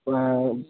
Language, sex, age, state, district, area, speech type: Marathi, male, 18-30, Maharashtra, Yavatmal, rural, conversation